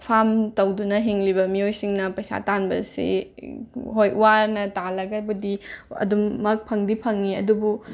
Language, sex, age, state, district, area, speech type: Manipuri, female, 45-60, Manipur, Imphal West, urban, spontaneous